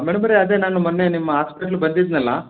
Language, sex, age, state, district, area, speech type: Kannada, male, 30-45, Karnataka, Mandya, rural, conversation